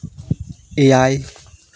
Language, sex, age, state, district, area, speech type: Santali, male, 18-30, West Bengal, Uttar Dinajpur, rural, read